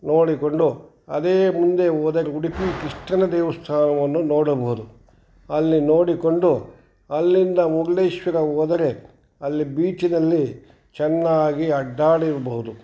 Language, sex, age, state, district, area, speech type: Kannada, male, 60+, Karnataka, Kolar, urban, spontaneous